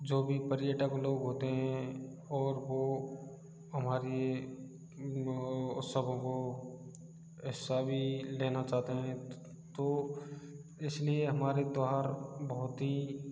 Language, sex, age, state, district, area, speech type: Hindi, male, 60+, Rajasthan, Karauli, rural, spontaneous